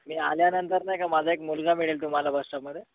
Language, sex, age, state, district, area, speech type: Marathi, male, 30-45, Maharashtra, Gadchiroli, rural, conversation